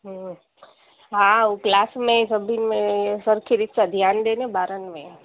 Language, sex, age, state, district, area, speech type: Sindhi, female, 30-45, Gujarat, Junagadh, urban, conversation